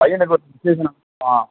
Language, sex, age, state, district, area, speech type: Tamil, male, 60+, Tamil Nadu, Perambalur, rural, conversation